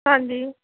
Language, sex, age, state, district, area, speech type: Punjabi, female, 30-45, Punjab, Jalandhar, rural, conversation